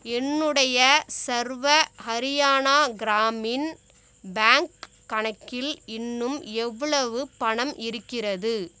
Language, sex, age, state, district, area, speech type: Tamil, female, 45-60, Tamil Nadu, Cuddalore, rural, read